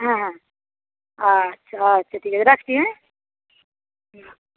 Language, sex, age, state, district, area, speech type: Bengali, female, 45-60, West Bengal, Purba Medinipur, rural, conversation